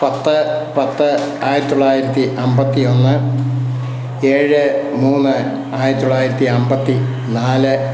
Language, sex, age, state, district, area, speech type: Malayalam, male, 60+, Kerala, Kottayam, rural, spontaneous